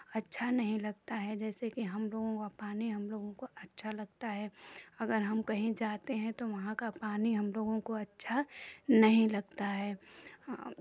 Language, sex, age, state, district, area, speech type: Hindi, female, 30-45, Uttar Pradesh, Chandauli, urban, spontaneous